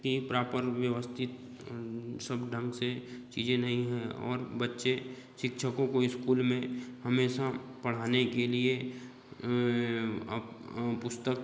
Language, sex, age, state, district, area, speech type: Hindi, male, 30-45, Madhya Pradesh, Betul, rural, spontaneous